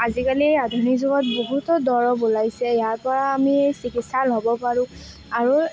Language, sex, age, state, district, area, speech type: Assamese, female, 18-30, Assam, Kamrup Metropolitan, rural, spontaneous